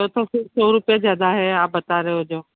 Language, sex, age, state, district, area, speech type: Hindi, female, 45-60, Rajasthan, Jodhpur, urban, conversation